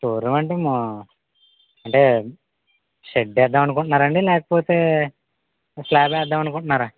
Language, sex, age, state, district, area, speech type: Telugu, male, 18-30, Andhra Pradesh, West Godavari, rural, conversation